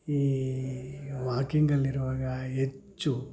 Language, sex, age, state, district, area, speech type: Kannada, male, 60+, Karnataka, Chitradurga, rural, spontaneous